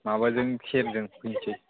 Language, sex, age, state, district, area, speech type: Bodo, male, 18-30, Assam, Kokrajhar, rural, conversation